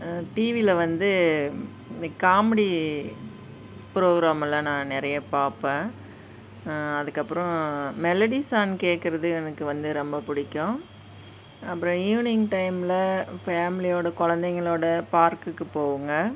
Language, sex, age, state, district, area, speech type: Tamil, female, 60+, Tamil Nadu, Dharmapuri, urban, spontaneous